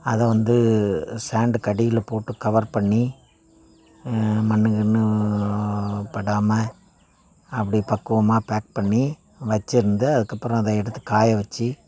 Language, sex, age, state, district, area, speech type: Tamil, male, 60+, Tamil Nadu, Thanjavur, rural, spontaneous